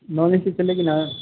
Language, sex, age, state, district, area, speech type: Hindi, male, 18-30, Rajasthan, Jodhpur, urban, conversation